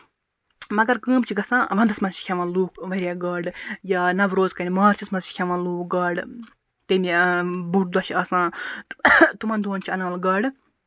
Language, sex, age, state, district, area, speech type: Kashmiri, female, 30-45, Jammu and Kashmir, Baramulla, rural, spontaneous